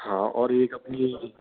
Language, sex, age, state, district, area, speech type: Hindi, male, 18-30, Rajasthan, Bharatpur, urban, conversation